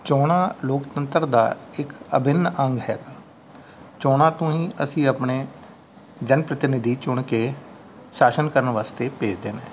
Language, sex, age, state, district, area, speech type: Punjabi, male, 45-60, Punjab, Rupnagar, rural, spontaneous